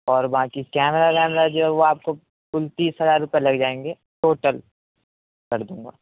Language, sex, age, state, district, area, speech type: Urdu, male, 18-30, Uttar Pradesh, Ghaziabad, urban, conversation